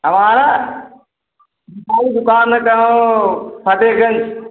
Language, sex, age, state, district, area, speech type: Hindi, male, 60+, Uttar Pradesh, Ayodhya, rural, conversation